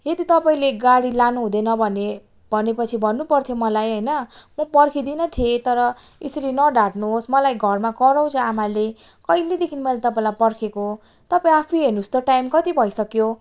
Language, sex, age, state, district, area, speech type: Nepali, female, 18-30, West Bengal, Darjeeling, rural, spontaneous